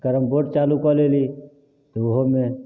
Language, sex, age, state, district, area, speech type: Maithili, male, 18-30, Bihar, Samastipur, rural, spontaneous